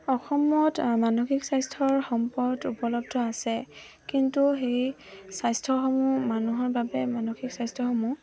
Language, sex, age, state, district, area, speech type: Assamese, female, 18-30, Assam, Dhemaji, urban, spontaneous